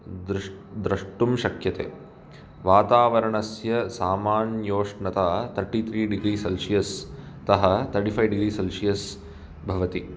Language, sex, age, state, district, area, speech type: Sanskrit, male, 30-45, Karnataka, Bangalore Urban, urban, spontaneous